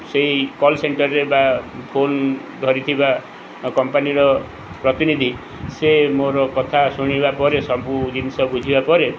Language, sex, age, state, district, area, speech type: Odia, male, 45-60, Odisha, Sundergarh, rural, spontaneous